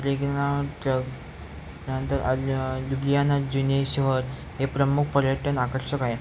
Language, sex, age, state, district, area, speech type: Marathi, male, 18-30, Maharashtra, Ratnagiri, urban, spontaneous